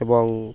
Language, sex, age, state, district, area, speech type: Bengali, male, 45-60, West Bengal, Birbhum, urban, spontaneous